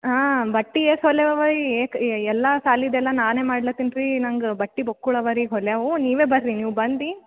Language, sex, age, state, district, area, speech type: Kannada, female, 18-30, Karnataka, Gulbarga, urban, conversation